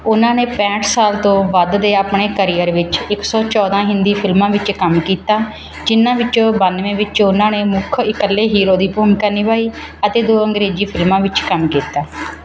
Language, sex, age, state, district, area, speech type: Punjabi, female, 30-45, Punjab, Mansa, urban, read